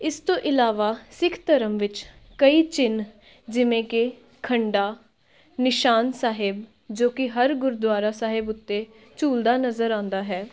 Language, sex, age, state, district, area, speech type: Punjabi, female, 18-30, Punjab, Shaheed Bhagat Singh Nagar, urban, spontaneous